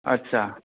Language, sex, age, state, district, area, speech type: Bodo, male, 45-60, Assam, Kokrajhar, rural, conversation